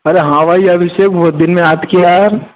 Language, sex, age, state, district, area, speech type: Hindi, male, 18-30, Madhya Pradesh, Harda, urban, conversation